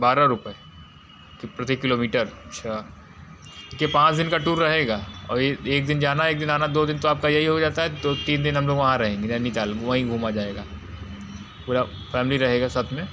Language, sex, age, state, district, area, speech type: Hindi, male, 45-60, Uttar Pradesh, Mirzapur, urban, spontaneous